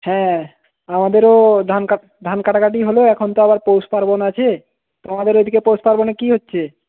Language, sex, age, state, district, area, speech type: Bengali, male, 18-30, West Bengal, Jhargram, rural, conversation